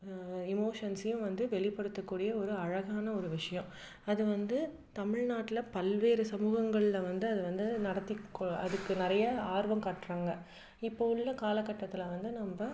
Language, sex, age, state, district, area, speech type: Tamil, female, 30-45, Tamil Nadu, Salem, urban, spontaneous